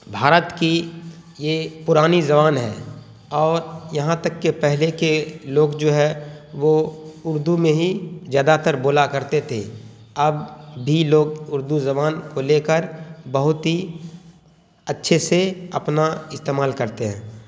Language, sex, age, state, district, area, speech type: Urdu, male, 30-45, Bihar, Khagaria, rural, spontaneous